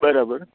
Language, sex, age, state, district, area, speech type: Gujarati, male, 18-30, Gujarat, Morbi, rural, conversation